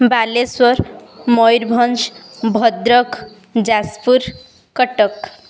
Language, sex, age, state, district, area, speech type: Odia, female, 18-30, Odisha, Balasore, rural, spontaneous